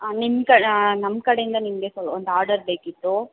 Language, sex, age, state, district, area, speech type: Kannada, female, 18-30, Karnataka, Bangalore Urban, rural, conversation